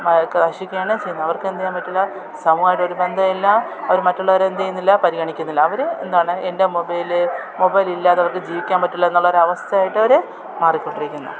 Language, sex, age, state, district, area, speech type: Malayalam, female, 30-45, Kerala, Thiruvananthapuram, urban, spontaneous